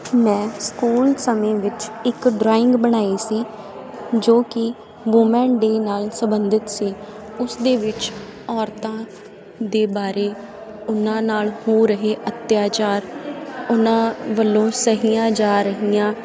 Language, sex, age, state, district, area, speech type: Punjabi, female, 30-45, Punjab, Sangrur, rural, spontaneous